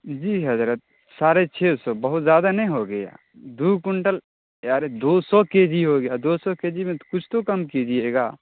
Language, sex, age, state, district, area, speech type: Urdu, male, 30-45, Bihar, Darbhanga, urban, conversation